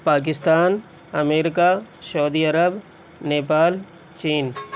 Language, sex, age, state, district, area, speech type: Urdu, male, 45-60, Uttar Pradesh, Gautam Buddha Nagar, rural, spontaneous